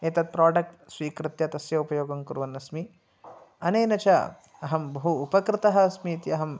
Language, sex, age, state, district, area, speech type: Sanskrit, male, 18-30, Karnataka, Chikkamagaluru, urban, spontaneous